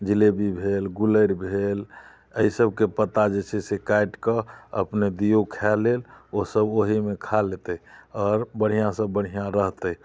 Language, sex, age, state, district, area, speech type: Maithili, male, 45-60, Bihar, Muzaffarpur, rural, spontaneous